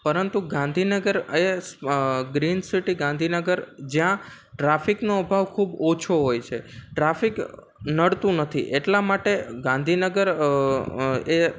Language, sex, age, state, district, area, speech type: Gujarati, male, 18-30, Gujarat, Ahmedabad, urban, spontaneous